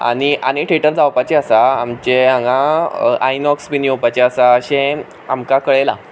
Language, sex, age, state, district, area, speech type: Goan Konkani, male, 18-30, Goa, Quepem, rural, spontaneous